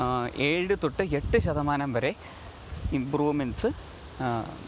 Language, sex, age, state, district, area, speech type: Malayalam, male, 18-30, Kerala, Pathanamthitta, rural, spontaneous